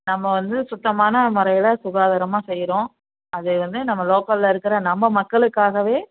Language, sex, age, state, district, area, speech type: Tamil, female, 60+, Tamil Nadu, Nagapattinam, rural, conversation